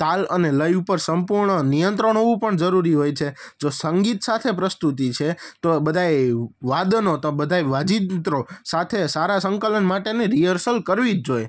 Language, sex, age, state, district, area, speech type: Gujarati, male, 18-30, Gujarat, Rajkot, urban, spontaneous